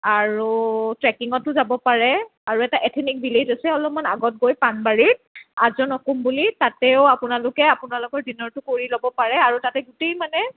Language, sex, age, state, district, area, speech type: Assamese, female, 30-45, Assam, Kamrup Metropolitan, urban, conversation